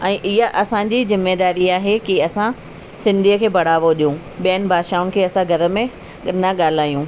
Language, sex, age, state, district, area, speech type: Sindhi, female, 45-60, Delhi, South Delhi, rural, spontaneous